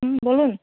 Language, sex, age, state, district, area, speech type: Bengali, female, 18-30, West Bengal, Malda, urban, conversation